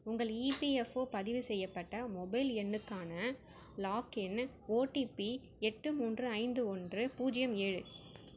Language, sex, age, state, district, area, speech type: Tamil, female, 30-45, Tamil Nadu, Cuddalore, rural, read